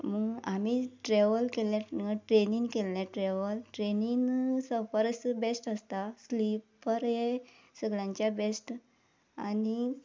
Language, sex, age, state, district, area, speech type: Goan Konkani, female, 30-45, Goa, Quepem, rural, spontaneous